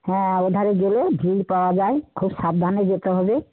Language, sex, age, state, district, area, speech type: Bengali, female, 60+, West Bengal, Uttar Dinajpur, urban, conversation